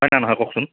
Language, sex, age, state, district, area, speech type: Assamese, male, 45-60, Assam, Goalpara, urban, conversation